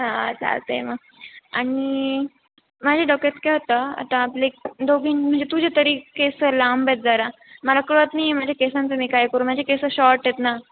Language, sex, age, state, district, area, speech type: Marathi, female, 18-30, Maharashtra, Ahmednagar, urban, conversation